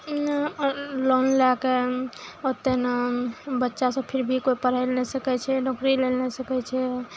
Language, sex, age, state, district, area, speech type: Maithili, female, 18-30, Bihar, Araria, urban, spontaneous